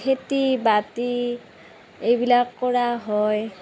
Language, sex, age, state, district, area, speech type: Assamese, female, 30-45, Assam, Darrang, rural, spontaneous